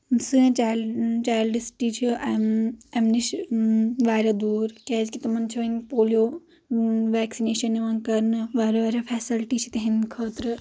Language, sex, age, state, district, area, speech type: Kashmiri, female, 18-30, Jammu and Kashmir, Anantnag, rural, spontaneous